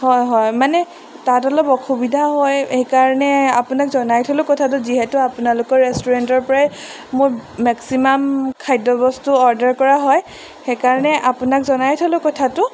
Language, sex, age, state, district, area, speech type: Assamese, female, 18-30, Assam, Golaghat, urban, spontaneous